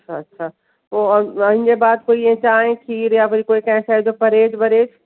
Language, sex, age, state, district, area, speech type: Sindhi, female, 45-60, Delhi, South Delhi, urban, conversation